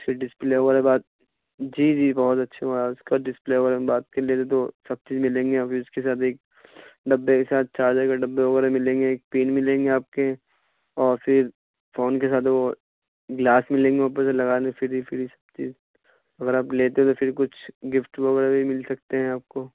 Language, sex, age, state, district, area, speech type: Urdu, male, 18-30, Uttar Pradesh, Ghaziabad, urban, conversation